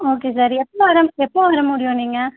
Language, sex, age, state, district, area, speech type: Tamil, female, 18-30, Tamil Nadu, Tirupattur, rural, conversation